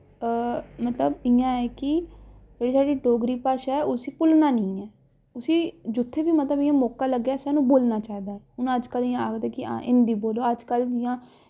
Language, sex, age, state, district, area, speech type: Dogri, female, 18-30, Jammu and Kashmir, Samba, urban, spontaneous